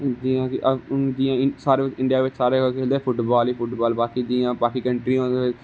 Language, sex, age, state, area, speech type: Dogri, male, 18-30, Jammu and Kashmir, rural, spontaneous